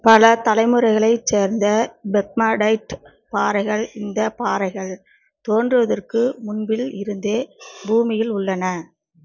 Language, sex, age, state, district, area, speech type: Tamil, female, 45-60, Tamil Nadu, Nagapattinam, rural, read